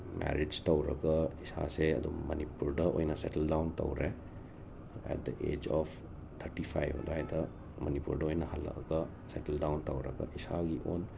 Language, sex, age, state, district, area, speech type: Manipuri, male, 30-45, Manipur, Imphal West, urban, spontaneous